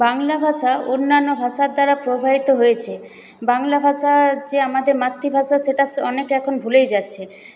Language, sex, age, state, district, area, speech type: Bengali, female, 18-30, West Bengal, Paschim Bardhaman, urban, spontaneous